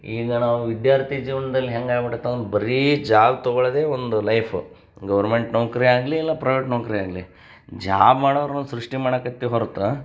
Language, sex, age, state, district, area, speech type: Kannada, male, 30-45, Karnataka, Koppal, rural, spontaneous